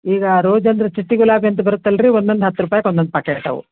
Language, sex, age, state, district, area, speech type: Kannada, female, 60+, Karnataka, Koppal, urban, conversation